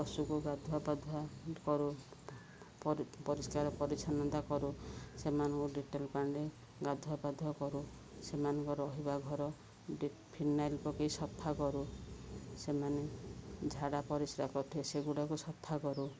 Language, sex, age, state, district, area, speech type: Odia, female, 45-60, Odisha, Ganjam, urban, spontaneous